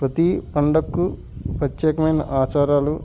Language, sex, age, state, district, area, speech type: Telugu, male, 45-60, Andhra Pradesh, Alluri Sitarama Raju, rural, spontaneous